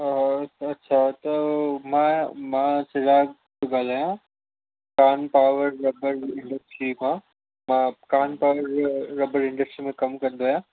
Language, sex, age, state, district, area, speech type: Sindhi, male, 18-30, Gujarat, Kutch, urban, conversation